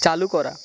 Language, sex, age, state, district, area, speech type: Bengali, male, 18-30, West Bengal, Paschim Medinipur, rural, read